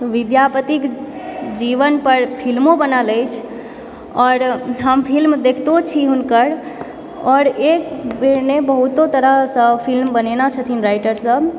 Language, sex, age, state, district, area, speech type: Maithili, female, 18-30, Bihar, Supaul, urban, spontaneous